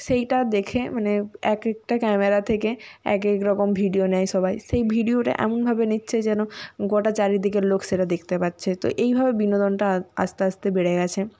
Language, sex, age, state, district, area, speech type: Bengali, female, 45-60, West Bengal, Nadia, urban, spontaneous